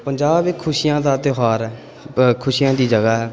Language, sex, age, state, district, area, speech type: Punjabi, male, 18-30, Punjab, Pathankot, urban, spontaneous